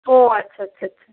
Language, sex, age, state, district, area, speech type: Bengali, female, 45-60, West Bengal, Bankura, urban, conversation